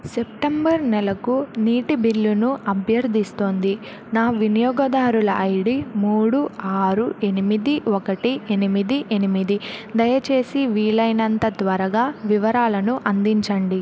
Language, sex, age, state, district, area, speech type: Telugu, female, 18-30, Andhra Pradesh, Bapatla, rural, read